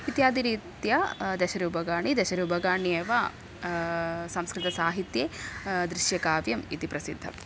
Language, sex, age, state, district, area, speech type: Sanskrit, female, 18-30, Kerala, Thrissur, urban, spontaneous